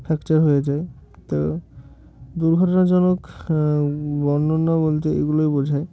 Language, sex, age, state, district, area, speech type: Bengali, male, 18-30, West Bengal, Murshidabad, urban, spontaneous